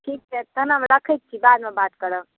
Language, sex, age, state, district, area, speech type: Maithili, female, 18-30, Bihar, Darbhanga, rural, conversation